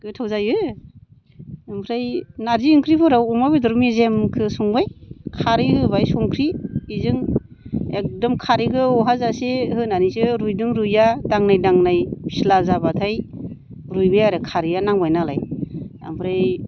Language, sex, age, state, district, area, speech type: Bodo, female, 45-60, Assam, Baksa, rural, spontaneous